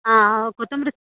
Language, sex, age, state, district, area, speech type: Kannada, female, 30-45, Karnataka, Uttara Kannada, rural, conversation